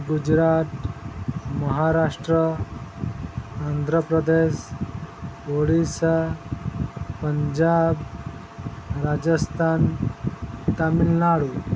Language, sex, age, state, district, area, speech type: Odia, male, 30-45, Odisha, Sundergarh, urban, spontaneous